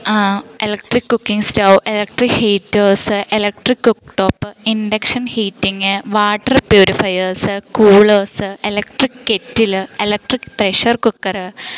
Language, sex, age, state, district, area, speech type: Malayalam, female, 18-30, Kerala, Idukki, rural, spontaneous